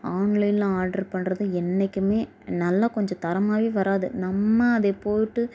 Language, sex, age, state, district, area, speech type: Tamil, female, 18-30, Tamil Nadu, Dharmapuri, rural, spontaneous